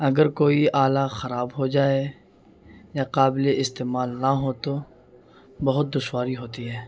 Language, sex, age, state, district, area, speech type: Urdu, male, 18-30, Bihar, Gaya, urban, spontaneous